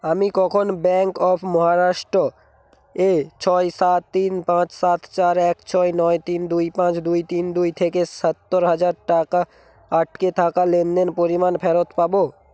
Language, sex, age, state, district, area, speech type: Bengali, male, 18-30, West Bengal, Hooghly, urban, read